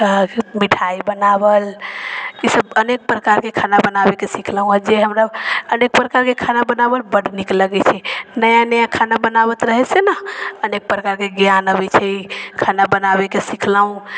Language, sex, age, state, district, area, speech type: Maithili, female, 45-60, Bihar, Sitamarhi, rural, spontaneous